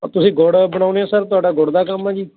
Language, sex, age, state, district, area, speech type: Punjabi, male, 30-45, Punjab, Ludhiana, rural, conversation